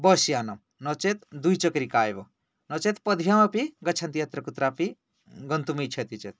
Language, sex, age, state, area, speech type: Sanskrit, male, 18-30, Odisha, rural, spontaneous